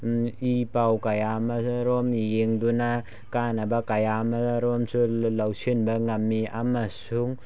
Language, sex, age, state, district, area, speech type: Manipuri, male, 18-30, Manipur, Tengnoupal, rural, spontaneous